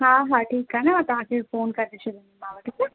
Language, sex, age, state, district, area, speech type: Sindhi, female, 18-30, Madhya Pradesh, Katni, urban, conversation